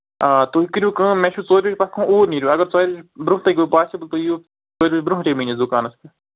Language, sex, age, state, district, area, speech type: Kashmiri, male, 45-60, Jammu and Kashmir, Srinagar, urban, conversation